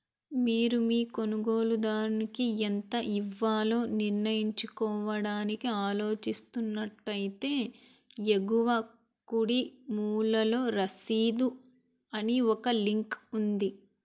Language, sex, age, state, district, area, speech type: Telugu, female, 18-30, Andhra Pradesh, Krishna, urban, read